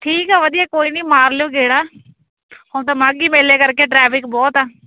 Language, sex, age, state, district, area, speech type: Punjabi, female, 30-45, Punjab, Muktsar, urban, conversation